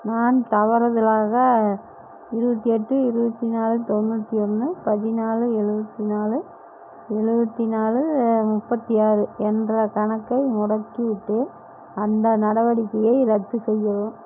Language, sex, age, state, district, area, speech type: Tamil, female, 60+, Tamil Nadu, Erode, urban, read